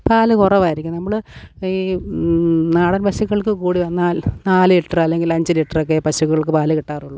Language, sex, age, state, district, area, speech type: Malayalam, female, 30-45, Kerala, Alappuzha, rural, spontaneous